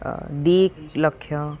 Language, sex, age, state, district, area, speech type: Odia, male, 18-30, Odisha, Jagatsinghpur, rural, spontaneous